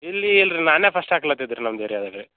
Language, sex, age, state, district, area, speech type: Kannada, male, 18-30, Karnataka, Gulbarga, rural, conversation